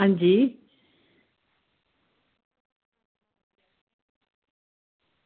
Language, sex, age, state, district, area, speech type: Dogri, female, 60+, Jammu and Kashmir, Reasi, rural, conversation